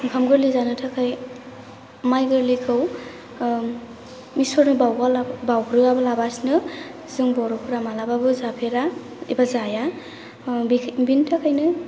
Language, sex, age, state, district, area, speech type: Bodo, female, 18-30, Assam, Baksa, rural, spontaneous